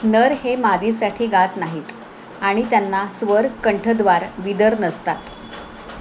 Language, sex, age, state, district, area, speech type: Marathi, female, 45-60, Maharashtra, Thane, rural, read